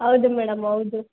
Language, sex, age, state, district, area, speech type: Kannada, female, 18-30, Karnataka, Chitradurga, urban, conversation